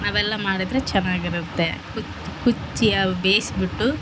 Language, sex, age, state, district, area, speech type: Kannada, female, 30-45, Karnataka, Vijayanagara, rural, spontaneous